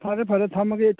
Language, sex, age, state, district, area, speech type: Manipuri, male, 45-60, Manipur, Churachandpur, rural, conversation